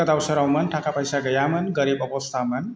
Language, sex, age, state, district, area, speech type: Bodo, male, 45-60, Assam, Chirang, rural, spontaneous